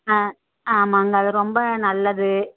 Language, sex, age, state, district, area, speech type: Tamil, female, 30-45, Tamil Nadu, Coimbatore, rural, conversation